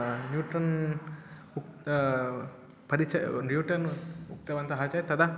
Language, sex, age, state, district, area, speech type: Sanskrit, male, 18-30, Telangana, Mahbubnagar, urban, spontaneous